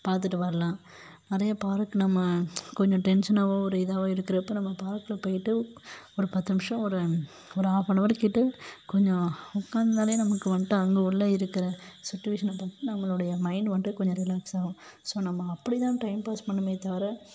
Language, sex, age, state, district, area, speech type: Tamil, female, 30-45, Tamil Nadu, Mayiladuthurai, rural, spontaneous